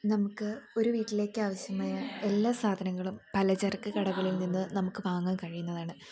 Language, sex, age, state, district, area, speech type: Malayalam, female, 18-30, Kerala, Wayanad, rural, spontaneous